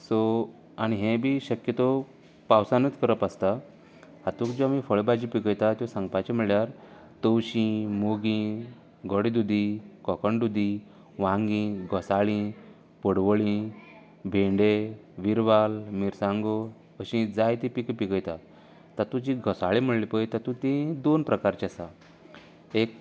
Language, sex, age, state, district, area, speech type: Goan Konkani, male, 30-45, Goa, Canacona, rural, spontaneous